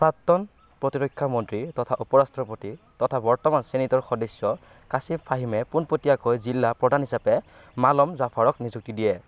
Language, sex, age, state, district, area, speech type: Assamese, male, 18-30, Assam, Kamrup Metropolitan, rural, read